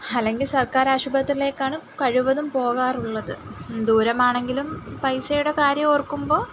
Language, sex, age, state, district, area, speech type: Malayalam, female, 18-30, Kerala, Kollam, rural, spontaneous